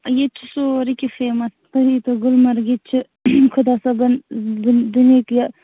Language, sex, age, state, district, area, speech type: Kashmiri, female, 30-45, Jammu and Kashmir, Baramulla, rural, conversation